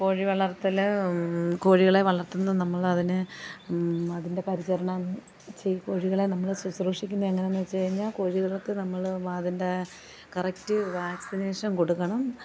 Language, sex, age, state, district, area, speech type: Malayalam, female, 30-45, Kerala, Alappuzha, rural, spontaneous